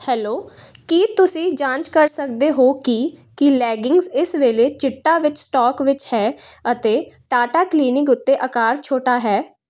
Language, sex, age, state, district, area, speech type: Punjabi, female, 18-30, Punjab, Kapurthala, urban, read